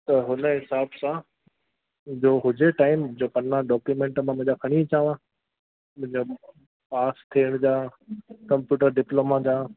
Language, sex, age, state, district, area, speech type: Sindhi, male, 30-45, Rajasthan, Ajmer, urban, conversation